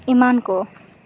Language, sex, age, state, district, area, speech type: Santali, female, 18-30, West Bengal, Purba Bardhaman, rural, spontaneous